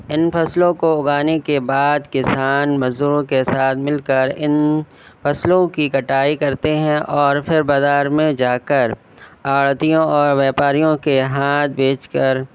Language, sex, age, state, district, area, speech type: Urdu, male, 30-45, Uttar Pradesh, Shahjahanpur, urban, spontaneous